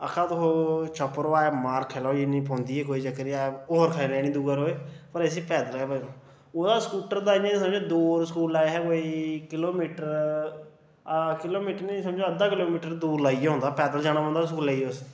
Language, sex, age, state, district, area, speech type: Dogri, male, 18-30, Jammu and Kashmir, Reasi, urban, spontaneous